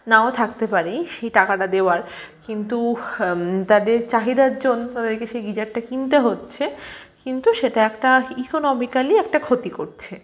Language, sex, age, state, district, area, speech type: Bengali, female, 18-30, West Bengal, Malda, rural, spontaneous